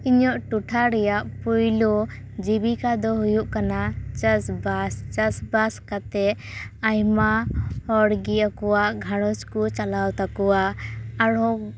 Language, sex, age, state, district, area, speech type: Santali, female, 18-30, West Bengal, Purba Bardhaman, rural, spontaneous